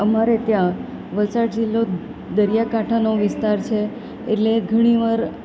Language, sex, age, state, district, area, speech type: Gujarati, female, 30-45, Gujarat, Valsad, rural, spontaneous